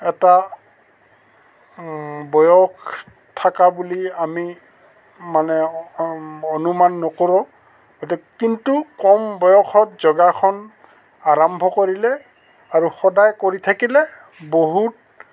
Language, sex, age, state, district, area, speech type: Assamese, male, 60+, Assam, Goalpara, urban, spontaneous